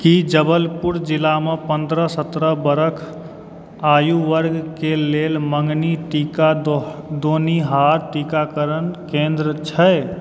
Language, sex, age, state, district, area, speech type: Maithili, male, 18-30, Bihar, Supaul, rural, read